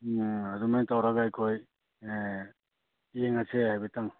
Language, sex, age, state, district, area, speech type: Manipuri, male, 60+, Manipur, Kakching, rural, conversation